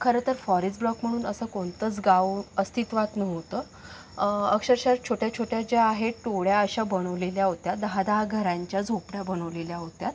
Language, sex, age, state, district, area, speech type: Marathi, female, 18-30, Maharashtra, Akola, urban, spontaneous